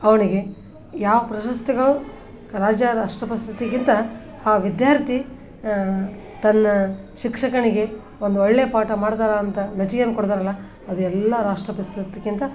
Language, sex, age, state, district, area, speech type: Kannada, female, 60+, Karnataka, Koppal, rural, spontaneous